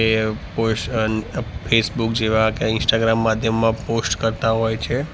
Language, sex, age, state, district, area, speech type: Gujarati, male, 30-45, Gujarat, Ahmedabad, urban, spontaneous